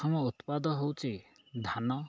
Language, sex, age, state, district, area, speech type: Odia, male, 18-30, Odisha, Koraput, urban, spontaneous